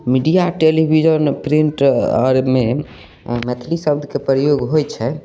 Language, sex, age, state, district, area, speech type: Maithili, male, 18-30, Bihar, Samastipur, urban, spontaneous